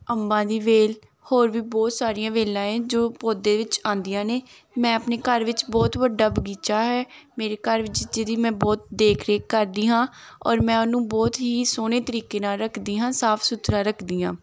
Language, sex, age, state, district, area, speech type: Punjabi, female, 18-30, Punjab, Gurdaspur, rural, spontaneous